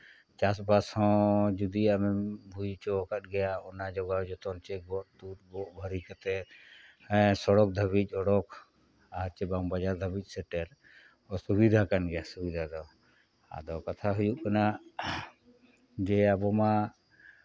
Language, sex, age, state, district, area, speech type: Santali, male, 45-60, Jharkhand, Seraikela Kharsawan, rural, spontaneous